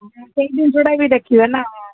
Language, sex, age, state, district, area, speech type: Odia, female, 45-60, Odisha, Sundergarh, urban, conversation